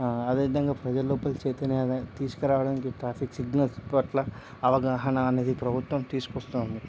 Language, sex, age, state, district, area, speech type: Telugu, male, 18-30, Telangana, Medchal, rural, spontaneous